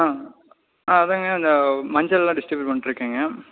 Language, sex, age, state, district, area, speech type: Tamil, male, 18-30, Tamil Nadu, Coimbatore, rural, conversation